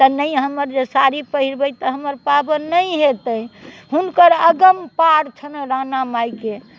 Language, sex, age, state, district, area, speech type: Maithili, female, 60+, Bihar, Muzaffarpur, rural, spontaneous